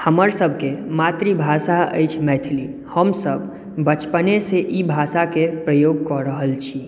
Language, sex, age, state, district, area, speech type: Maithili, male, 18-30, Bihar, Madhubani, rural, spontaneous